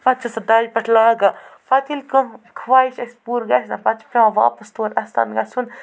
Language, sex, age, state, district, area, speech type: Kashmiri, female, 30-45, Jammu and Kashmir, Baramulla, rural, spontaneous